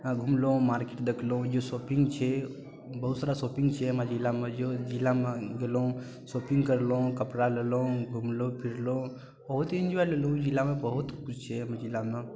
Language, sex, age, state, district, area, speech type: Maithili, male, 18-30, Bihar, Darbhanga, rural, spontaneous